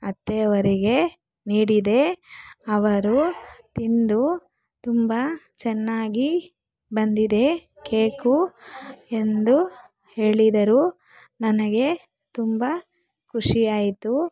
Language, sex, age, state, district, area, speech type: Kannada, female, 45-60, Karnataka, Bangalore Rural, rural, spontaneous